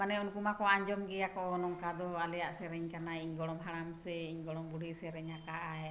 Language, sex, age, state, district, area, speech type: Santali, female, 45-60, Jharkhand, Bokaro, rural, spontaneous